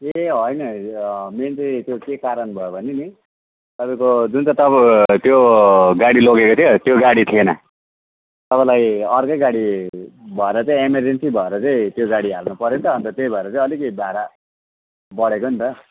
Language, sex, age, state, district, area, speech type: Nepali, male, 30-45, West Bengal, Kalimpong, rural, conversation